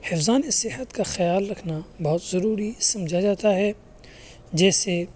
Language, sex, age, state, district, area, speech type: Urdu, male, 18-30, Uttar Pradesh, Muzaffarnagar, urban, spontaneous